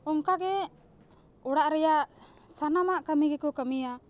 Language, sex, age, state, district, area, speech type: Santali, female, 18-30, West Bengal, Paschim Bardhaman, urban, spontaneous